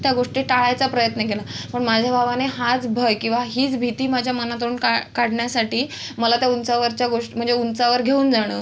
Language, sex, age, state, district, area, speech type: Marathi, female, 18-30, Maharashtra, Sindhudurg, rural, spontaneous